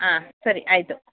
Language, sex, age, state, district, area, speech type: Kannada, female, 30-45, Karnataka, Mandya, rural, conversation